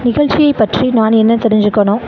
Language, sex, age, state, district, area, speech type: Tamil, female, 18-30, Tamil Nadu, Sivaganga, rural, read